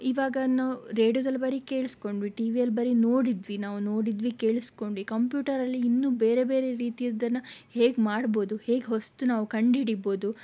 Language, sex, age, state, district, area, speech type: Kannada, female, 18-30, Karnataka, Shimoga, rural, spontaneous